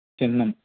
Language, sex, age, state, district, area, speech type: Sanskrit, male, 30-45, Andhra Pradesh, Chittoor, urban, conversation